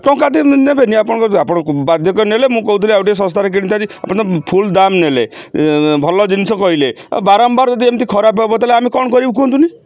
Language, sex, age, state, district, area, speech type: Odia, male, 60+, Odisha, Kendrapara, urban, spontaneous